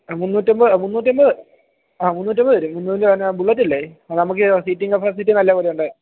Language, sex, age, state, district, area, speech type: Malayalam, male, 18-30, Kerala, Idukki, rural, conversation